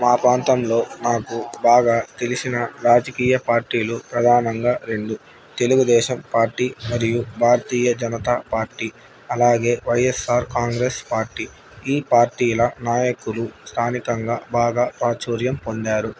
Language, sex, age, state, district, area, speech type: Telugu, male, 30-45, Andhra Pradesh, Nandyal, urban, spontaneous